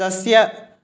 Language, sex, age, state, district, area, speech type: Sanskrit, male, 18-30, Kerala, Kottayam, urban, spontaneous